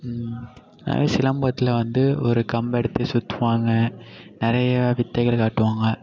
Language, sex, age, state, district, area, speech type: Tamil, male, 18-30, Tamil Nadu, Thanjavur, rural, spontaneous